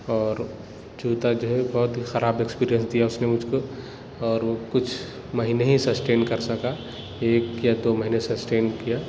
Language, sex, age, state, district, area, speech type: Urdu, male, 18-30, Uttar Pradesh, Lucknow, urban, spontaneous